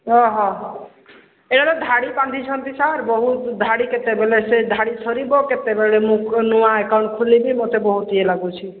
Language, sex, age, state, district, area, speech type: Odia, female, 45-60, Odisha, Sambalpur, rural, conversation